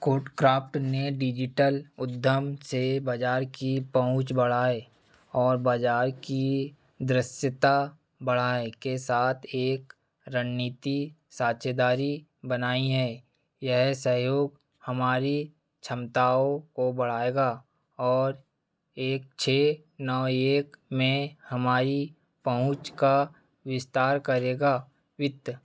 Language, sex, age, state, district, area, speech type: Hindi, male, 30-45, Madhya Pradesh, Seoni, rural, read